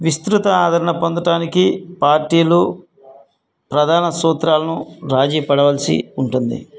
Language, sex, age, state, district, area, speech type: Telugu, male, 45-60, Andhra Pradesh, Guntur, rural, spontaneous